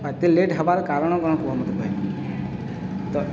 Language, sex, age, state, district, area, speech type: Odia, male, 18-30, Odisha, Balangir, urban, spontaneous